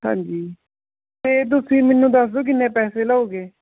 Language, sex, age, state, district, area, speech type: Punjabi, male, 18-30, Punjab, Tarn Taran, rural, conversation